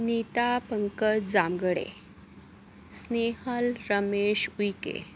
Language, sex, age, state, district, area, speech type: Marathi, female, 30-45, Maharashtra, Yavatmal, urban, spontaneous